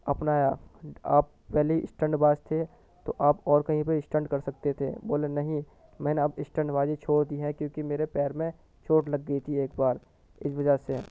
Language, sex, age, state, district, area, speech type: Urdu, male, 45-60, Uttar Pradesh, Gautam Buddha Nagar, urban, spontaneous